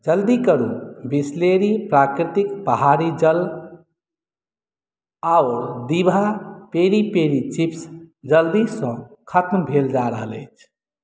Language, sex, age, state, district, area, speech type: Maithili, male, 30-45, Bihar, Madhubani, rural, read